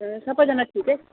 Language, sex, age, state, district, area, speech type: Nepali, female, 30-45, West Bengal, Kalimpong, rural, conversation